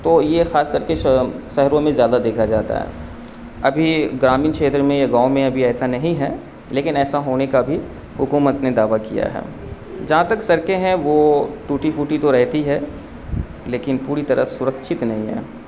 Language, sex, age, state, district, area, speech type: Urdu, male, 45-60, Bihar, Supaul, rural, spontaneous